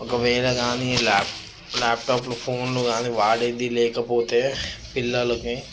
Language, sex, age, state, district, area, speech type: Telugu, male, 30-45, Telangana, Vikarabad, urban, spontaneous